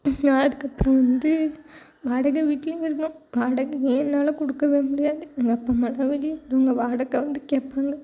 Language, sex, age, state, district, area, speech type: Tamil, female, 18-30, Tamil Nadu, Thoothukudi, rural, spontaneous